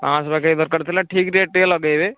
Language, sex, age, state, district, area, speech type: Odia, male, 18-30, Odisha, Kendrapara, urban, conversation